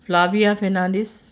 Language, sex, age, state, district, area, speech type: Goan Konkani, female, 45-60, Goa, Quepem, rural, spontaneous